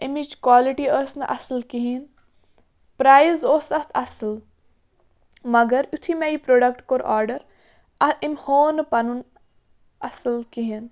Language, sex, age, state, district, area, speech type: Kashmiri, female, 30-45, Jammu and Kashmir, Bandipora, rural, spontaneous